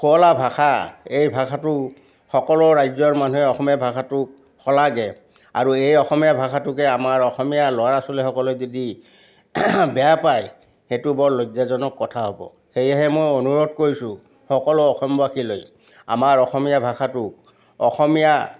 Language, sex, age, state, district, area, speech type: Assamese, male, 60+, Assam, Biswanath, rural, spontaneous